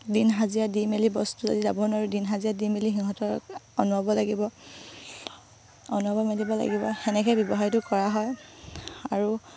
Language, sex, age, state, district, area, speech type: Assamese, female, 18-30, Assam, Sivasagar, rural, spontaneous